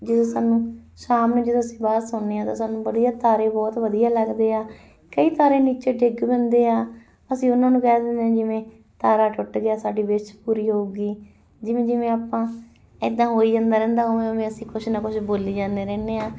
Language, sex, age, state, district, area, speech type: Punjabi, female, 30-45, Punjab, Muktsar, urban, spontaneous